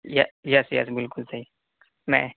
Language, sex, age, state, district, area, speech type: Urdu, male, 18-30, Uttar Pradesh, Saharanpur, urban, conversation